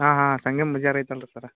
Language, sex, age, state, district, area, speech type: Kannada, male, 30-45, Karnataka, Gadag, rural, conversation